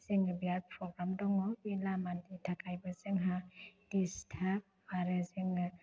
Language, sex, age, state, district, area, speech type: Bodo, female, 45-60, Assam, Chirang, rural, spontaneous